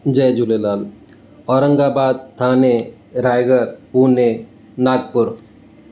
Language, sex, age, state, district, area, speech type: Sindhi, male, 45-60, Maharashtra, Mumbai City, urban, spontaneous